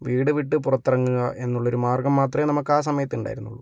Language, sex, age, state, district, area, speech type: Malayalam, male, 18-30, Kerala, Kozhikode, urban, spontaneous